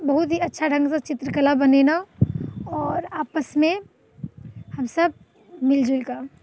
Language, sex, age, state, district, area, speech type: Maithili, female, 18-30, Bihar, Muzaffarpur, urban, spontaneous